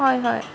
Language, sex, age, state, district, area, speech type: Assamese, female, 18-30, Assam, Golaghat, urban, spontaneous